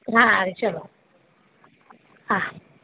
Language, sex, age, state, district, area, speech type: Gujarati, male, 60+, Gujarat, Aravalli, urban, conversation